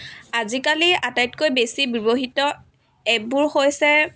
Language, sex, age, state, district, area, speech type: Assamese, female, 45-60, Assam, Dibrugarh, rural, spontaneous